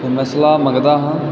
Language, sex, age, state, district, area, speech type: Punjabi, male, 18-30, Punjab, Fazilka, rural, spontaneous